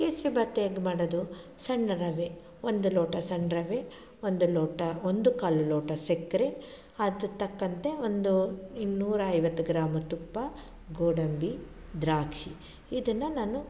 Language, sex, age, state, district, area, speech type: Kannada, female, 45-60, Karnataka, Mandya, rural, spontaneous